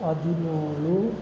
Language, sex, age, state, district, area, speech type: Kannada, male, 45-60, Karnataka, Kolar, rural, spontaneous